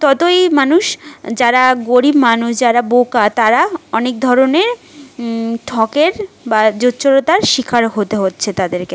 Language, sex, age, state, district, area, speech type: Bengali, female, 18-30, West Bengal, Jhargram, rural, spontaneous